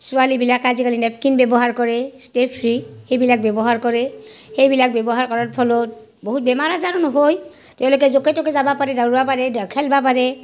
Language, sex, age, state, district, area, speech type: Assamese, female, 45-60, Assam, Barpeta, rural, spontaneous